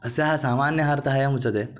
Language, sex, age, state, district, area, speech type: Sanskrit, male, 18-30, Maharashtra, Thane, urban, spontaneous